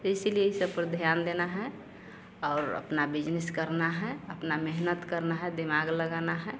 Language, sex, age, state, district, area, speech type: Hindi, female, 30-45, Bihar, Vaishali, rural, spontaneous